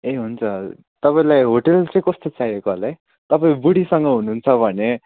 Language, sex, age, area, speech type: Nepali, male, 18-30, rural, conversation